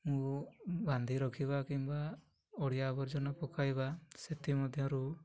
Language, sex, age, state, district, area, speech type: Odia, male, 18-30, Odisha, Mayurbhanj, rural, spontaneous